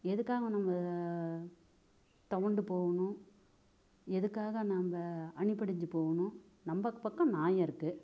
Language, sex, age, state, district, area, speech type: Tamil, female, 45-60, Tamil Nadu, Namakkal, rural, spontaneous